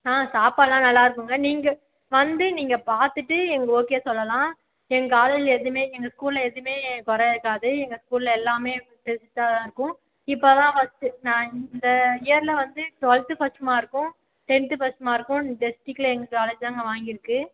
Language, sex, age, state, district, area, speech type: Tamil, female, 30-45, Tamil Nadu, Cuddalore, rural, conversation